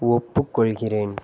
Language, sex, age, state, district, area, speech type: Tamil, male, 18-30, Tamil Nadu, Ariyalur, rural, read